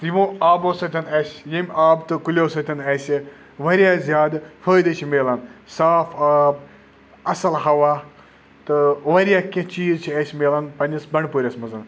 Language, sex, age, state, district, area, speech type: Kashmiri, male, 30-45, Jammu and Kashmir, Kupwara, rural, spontaneous